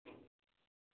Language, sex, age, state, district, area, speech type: Kashmiri, female, 30-45, Jammu and Kashmir, Anantnag, rural, conversation